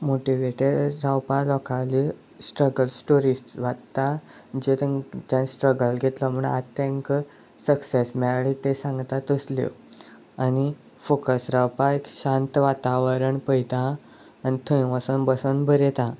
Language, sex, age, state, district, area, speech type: Goan Konkani, male, 18-30, Goa, Sanguem, rural, spontaneous